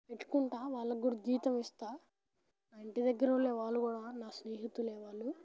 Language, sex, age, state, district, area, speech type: Telugu, male, 18-30, Telangana, Nalgonda, rural, spontaneous